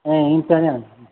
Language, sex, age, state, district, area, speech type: Gujarati, male, 45-60, Gujarat, Narmada, rural, conversation